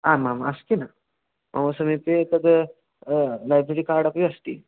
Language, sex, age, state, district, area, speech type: Sanskrit, male, 18-30, Maharashtra, Aurangabad, urban, conversation